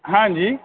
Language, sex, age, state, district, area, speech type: Gujarati, male, 30-45, Gujarat, Valsad, rural, conversation